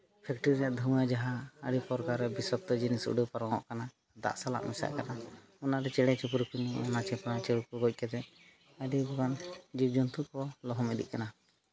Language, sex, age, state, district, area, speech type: Santali, male, 30-45, Jharkhand, Seraikela Kharsawan, rural, spontaneous